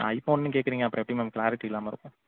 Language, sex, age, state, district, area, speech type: Tamil, male, 18-30, Tamil Nadu, Mayiladuthurai, rural, conversation